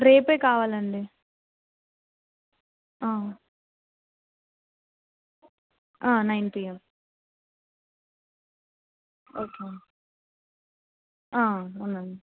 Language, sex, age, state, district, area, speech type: Telugu, female, 18-30, Telangana, Adilabad, urban, conversation